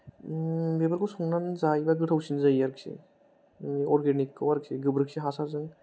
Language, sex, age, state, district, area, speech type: Bodo, male, 30-45, Assam, Kokrajhar, rural, spontaneous